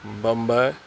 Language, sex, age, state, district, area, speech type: Urdu, male, 45-60, Bihar, Darbhanga, rural, spontaneous